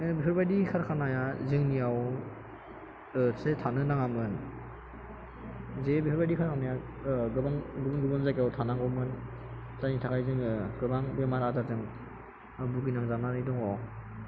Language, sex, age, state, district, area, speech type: Bodo, male, 18-30, Assam, Chirang, urban, spontaneous